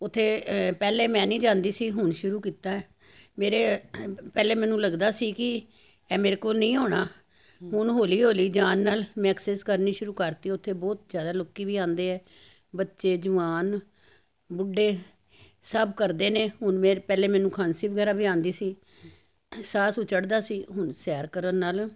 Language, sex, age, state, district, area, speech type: Punjabi, female, 60+, Punjab, Jalandhar, urban, spontaneous